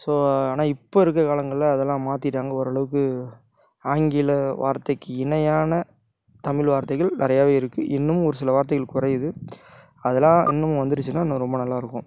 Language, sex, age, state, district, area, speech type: Tamil, male, 30-45, Tamil Nadu, Tiruchirappalli, rural, spontaneous